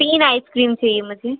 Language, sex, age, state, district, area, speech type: Hindi, female, 18-30, Madhya Pradesh, Seoni, urban, conversation